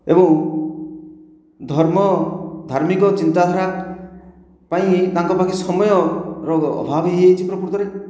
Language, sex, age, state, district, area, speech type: Odia, male, 60+, Odisha, Khordha, rural, spontaneous